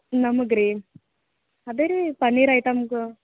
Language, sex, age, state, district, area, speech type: Kannada, female, 18-30, Karnataka, Gulbarga, urban, conversation